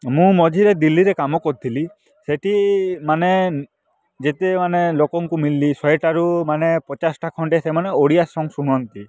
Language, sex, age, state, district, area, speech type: Odia, male, 18-30, Odisha, Kalahandi, rural, spontaneous